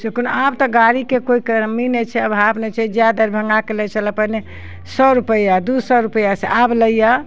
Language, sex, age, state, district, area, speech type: Maithili, female, 60+, Bihar, Muzaffarpur, urban, spontaneous